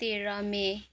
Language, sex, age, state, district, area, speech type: Nepali, female, 18-30, West Bengal, Kalimpong, rural, spontaneous